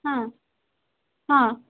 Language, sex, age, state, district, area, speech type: Odia, female, 18-30, Odisha, Mayurbhanj, rural, conversation